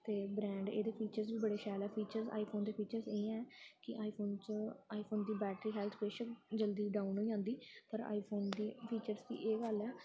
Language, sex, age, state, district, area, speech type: Dogri, female, 18-30, Jammu and Kashmir, Samba, rural, spontaneous